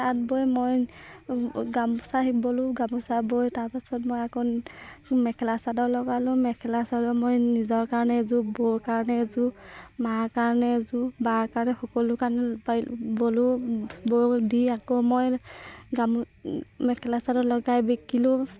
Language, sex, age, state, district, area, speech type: Assamese, female, 18-30, Assam, Sivasagar, rural, spontaneous